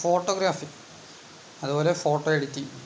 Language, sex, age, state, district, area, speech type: Malayalam, male, 18-30, Kerala, Palakkad, rural, spontaneous